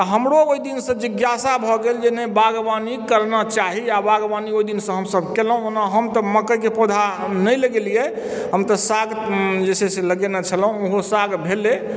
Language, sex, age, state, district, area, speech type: Maithili, male, 45-60, Bihar, Supaul, rural, spontaneous